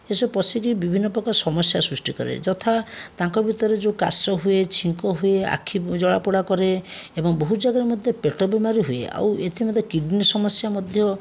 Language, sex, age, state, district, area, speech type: Odia, male, 60+, Odisha, Jajpur, rural, spontaneous